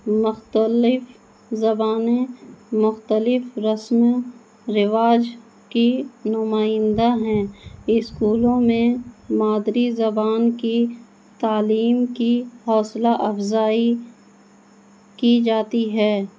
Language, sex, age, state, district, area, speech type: Urdu, female, 30-45, Bihar, Gaya, rural, spontaneous